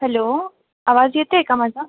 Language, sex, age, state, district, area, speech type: Marathi, female, 18-30, Maharashtra, Solapur, urban, conversation